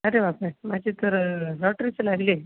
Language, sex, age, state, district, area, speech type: Marathi, female, 45-60, Maharashtra, Nashik, urban, conversation